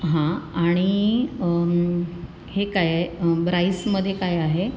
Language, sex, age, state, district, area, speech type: Marathi, female, 30-45, Maharashtra, Sindhudurg, rural, spontaneous